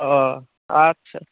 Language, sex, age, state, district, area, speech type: Bengali, male, 60+, West Bengal, Nadia, rural, conversation